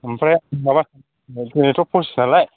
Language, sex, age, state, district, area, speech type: Bodo, male, 30-45, Assam, Kokrajhar, rural, conversation